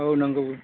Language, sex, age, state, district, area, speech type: Bodo, male, 45-60, Assam, Chirang, urban, conversation